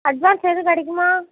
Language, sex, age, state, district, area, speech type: Tamil, female, 18-30, Tamil Nadu, Thoothukudi, urban, conversation